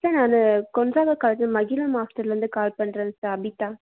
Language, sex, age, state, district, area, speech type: Tamil, female, 18-30, Tamil Nadu, Krishnagiri, rural, conversation